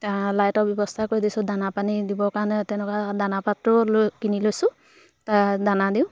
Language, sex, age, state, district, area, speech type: Assamese, female, 30-45, Assam, Charaideo, rural, spontaneous